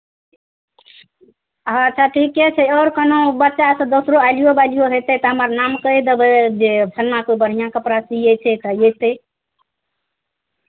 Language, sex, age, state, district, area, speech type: Maithili, female, 60+, Bihar, Madhepura, rural, conversation